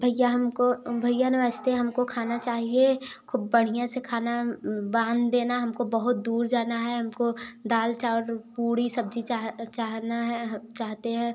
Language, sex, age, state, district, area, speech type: Hindi, female, 18-30, Uttar Pradesh, Prayagraj, rural, spontaneous